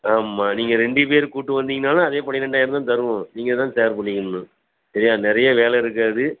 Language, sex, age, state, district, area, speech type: Tamil, male, 45-60, Tamil Nadu, Thoothukudi, rural, conversation